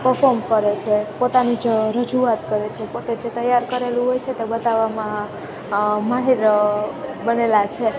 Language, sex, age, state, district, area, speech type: Gujarati, female, 18-30, Gujarat, Junagadh, rural, spontaneous